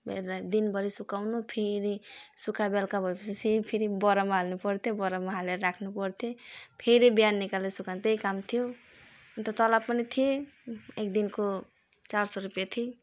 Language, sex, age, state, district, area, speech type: Nepali, female, 30-45, West Bengal, Jalpaiguri, urban, spontaneous